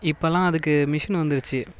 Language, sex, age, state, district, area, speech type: Tamil, male, 30-45, Tamil Nadu, Cuddalore, rural, spontaneous